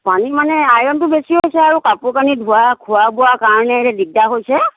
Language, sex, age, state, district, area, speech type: Assamese, female, 60+, Assam, Lakhimpur, urban, conversation